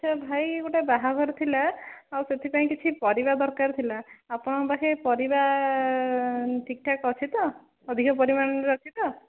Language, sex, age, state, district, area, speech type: Odia, female, 18-30, Odisha, Dhenkanal, rural, conversation